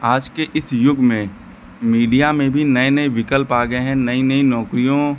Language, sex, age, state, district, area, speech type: Hindi, male, 45-60, Uttar Pradesh, Lucknow, rural, spontaneous